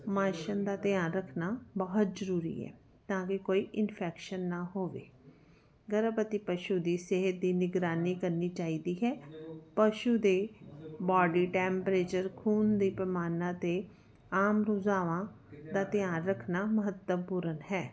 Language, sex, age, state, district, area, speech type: Punjabi, female, 45-60, Punjab, Jalandhar, urban, spontaneous